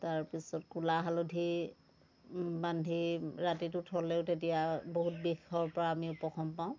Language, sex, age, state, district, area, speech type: Assamese, female, 60+, Assam, Dhemaji, rural, spontaneous